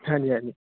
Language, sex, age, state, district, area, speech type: Punjabi, male, 18-30, Punjab, Fazilka, rural, conversation